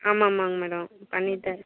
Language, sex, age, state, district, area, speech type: Tamil, female, 45-60, Tamil Nadu, Viluppuram, urban, conversation